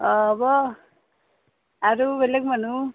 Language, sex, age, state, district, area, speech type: Assamese, female, 30-45, Assam, Nalbari, rural, conversation